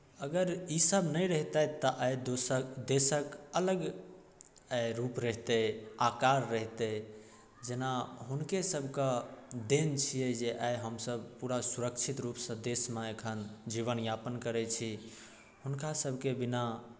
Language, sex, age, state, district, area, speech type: Maithili, male, 18-30, Bihar, Darbhanga, rural, spontaneous